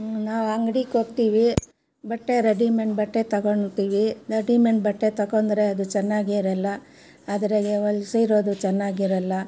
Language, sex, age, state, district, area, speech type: Kannada, female, 60+, Karnataka, Bangalore Rural, rural, spontaneous